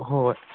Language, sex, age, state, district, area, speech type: Manipuri, male, 18-30, Manipur, Kangpokpi, urban, conversation